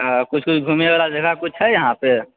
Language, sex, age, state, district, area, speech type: Maithili, male, 18-30, Bihar, Purnia, urban, conversation